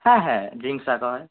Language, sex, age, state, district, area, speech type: Bengali, male, 18-30, West Bengal, Kolkata, urban, conversation